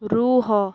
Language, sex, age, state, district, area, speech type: Odia, female, 18-30, Odisha, Balangir, urban, read